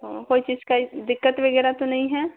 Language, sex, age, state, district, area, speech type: Hindi, female, 18-30, Bihar, Vaishali, rural, conversation